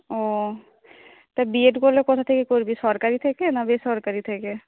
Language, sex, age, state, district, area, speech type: Bengali, female, 18-30, West Bengal, Paschim Medinipur, rural, conversation